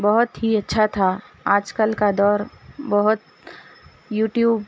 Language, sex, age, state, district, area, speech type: Urdu, female, 30-45, Telangana, Hyderabad, urban, spontaneous